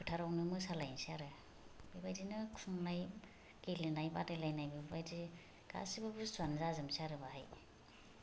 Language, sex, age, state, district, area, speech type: Bodo, female, 45-60, Assam, Kokrajhar, rural, spontaneous